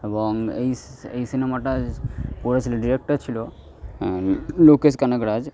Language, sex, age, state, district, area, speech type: Bengali, male, 18-30, West Bengal, Purba Bardhaman, rural, spontaneous